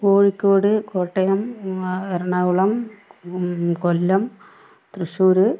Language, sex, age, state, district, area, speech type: Malayalam, female, 45-60, Kerala, Wayanad, rural, spontaneous